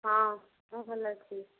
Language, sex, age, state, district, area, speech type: Odia, female, 18-30, Odisha, Boudh, rural, conversation